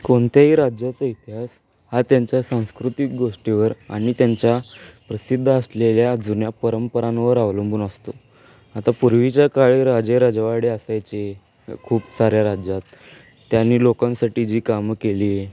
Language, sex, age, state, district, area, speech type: Marathi, male, 18-30, Maharashtra, Sangli, urban, spontaneous